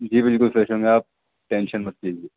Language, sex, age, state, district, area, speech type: Urdu, male, 18-30, Delhi, East Delhi, urban, conversation